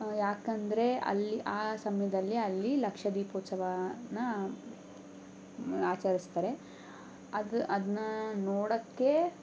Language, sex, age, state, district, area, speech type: Kannada, female, 18-30, Karnataka, Tumkur, rural, spontaneous